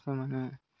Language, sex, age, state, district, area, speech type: Odia, male, 18-30, Odisha, Koraput, urban, spontaneous